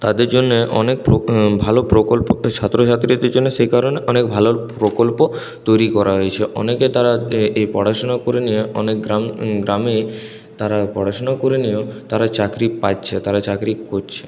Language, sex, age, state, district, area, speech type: Bengali, male, 18-30, West Bengal, Purulia, urban, spontaneous